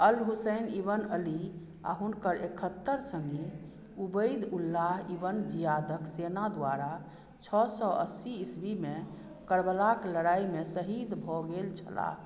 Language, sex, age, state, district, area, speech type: Maithili, female, 45-60, Bihar, Madhubani, rural, read